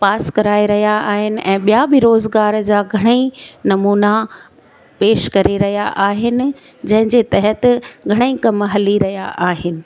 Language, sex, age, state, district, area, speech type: Sindhi, female, 45-60, Gujarat, Surat, urban, spontaneous